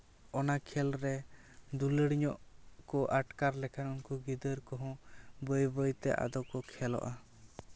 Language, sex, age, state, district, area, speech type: Santali, male, 18-30, West Bengal, Jhargram, rural, spontaneous